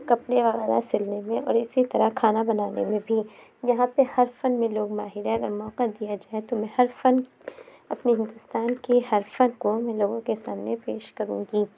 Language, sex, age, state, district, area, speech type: Urdu, female, 18-30, Uttar Pradesh, Lucknow, rural, spontaneous